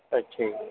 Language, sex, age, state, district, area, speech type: Punjabi, male, 18-30, Punjab, Mansa, urban, conversation